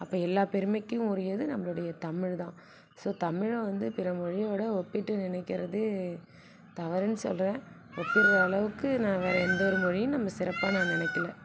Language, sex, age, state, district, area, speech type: Tamil, female, 45-60, Tamil Nadu, Mayiladuthurai, urban, spontaneous